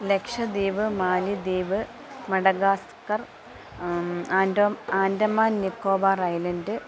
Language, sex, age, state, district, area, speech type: Malayalam, female, 45-60, Kerala, Alappuzha, rural, spontaneous